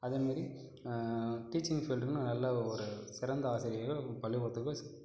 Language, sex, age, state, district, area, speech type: Tamil, male, 45-60, Tamil Nadu, Cuddalore, rural, spontaneous